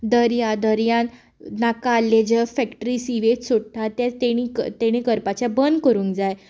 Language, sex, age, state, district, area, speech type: Goan Konkani, female, 18-30, Goa, Ponda, rural, spontaneous